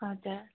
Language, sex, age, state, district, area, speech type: Nepali, female, 18-30, West Bengal, Kalimpong, rural, conversation